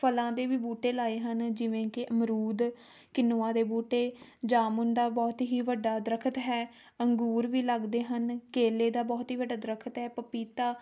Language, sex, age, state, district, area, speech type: Punjabi, female, 18-30, Punjab, Tarn Taran, rural, spontaneous